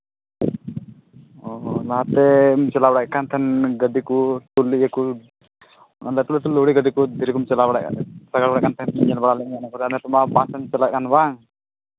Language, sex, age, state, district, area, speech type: Santali, male, 18-30, Jharkhand, Pakur, rural, conversation